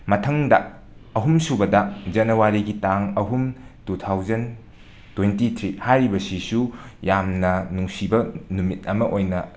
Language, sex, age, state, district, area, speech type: Manipuri, male, 45-60, Manipur, Imphal West, urban, spontaneous